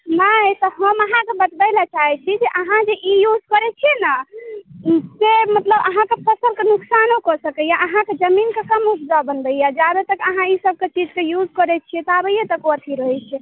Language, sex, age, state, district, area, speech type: Maithili, female, 18-30, Bihar, Madhubani, rural, conversation